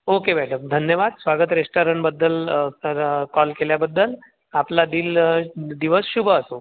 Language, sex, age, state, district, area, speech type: Marathi, male, 45-60, Maharashtra, Buldhana, urban, conversation